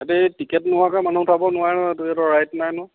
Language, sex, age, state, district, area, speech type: Assamese, male, 45-60, Assam, Lakhimpur, rural, conversation